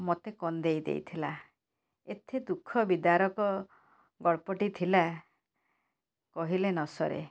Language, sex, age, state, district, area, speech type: Odia, female, 45-60, Odisha, Cuttack, urban, spontaneous